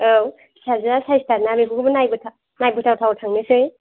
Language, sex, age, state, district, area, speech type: Bodo, female, 18-30, Assam, Chirang, urban, conversation